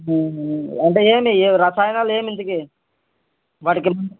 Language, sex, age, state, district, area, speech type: Telugu, male, 18-30, Andhra Pradesh, Kadapa, rural, conversation